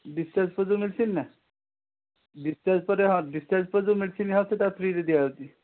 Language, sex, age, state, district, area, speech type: Odia, male, 45-60, Odisha, Kendujhar, urban, conversation